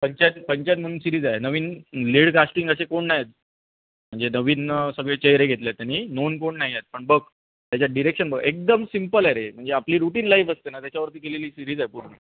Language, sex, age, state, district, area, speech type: Marathi, male, 30-45, Maharashtra, Sindhudurg, urban, conversation